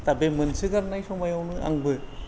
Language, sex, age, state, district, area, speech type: Bodo, male, 60+, Assam, Kokrajhar, rural, spontaneous